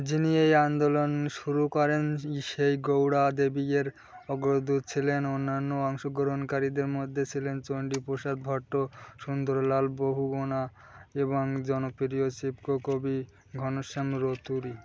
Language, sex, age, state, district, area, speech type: Bengali, male, 18-30, West Bengal, Birbhum, urban, read